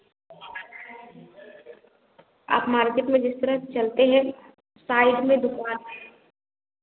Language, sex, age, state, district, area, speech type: Hindi, female, 18-30, Bihar, Begusarai, urban, conversation